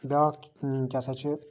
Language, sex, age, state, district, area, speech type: Kashmiri, male, 30-45, Jammu and Kashmir, Budgam, rural, spontaneous